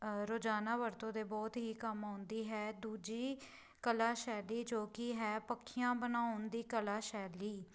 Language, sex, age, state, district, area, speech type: Punjabi, female, 18-30, Punjab, Pathankot, rural, spontaneous